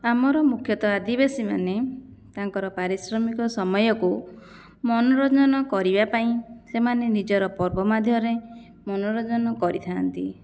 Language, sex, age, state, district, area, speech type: Odia, female, 30-45, Odisha, Jajpur, rural, spontaneous